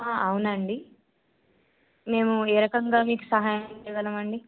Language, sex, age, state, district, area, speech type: Telugu, female, 18-30, Telangana, Nirmal, urban, conversation